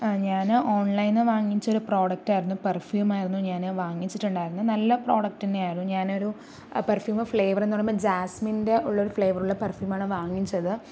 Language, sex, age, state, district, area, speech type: Malayalam, female, 30-45, Kerala, Palakkad, rural, spontaneous